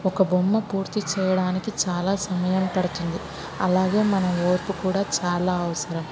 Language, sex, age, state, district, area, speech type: Telugu, female, 30-45, Andhra Pradesh, Kurnool, urban, spontaneous